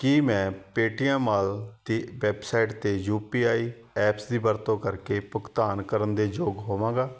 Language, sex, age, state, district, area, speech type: Punjabi, male, 30-45, Punjab, Shaheed Bhagat Singh Nagar, urban, read